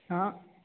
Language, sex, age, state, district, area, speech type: Odia, female, 30-45, Odisha, Sambalpur, rural, conversation